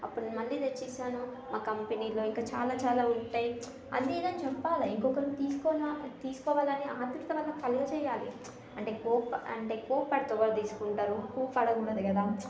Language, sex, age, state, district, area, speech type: Telugu, female, 18-30, Telangana, Hyderabad, urban, spontaneous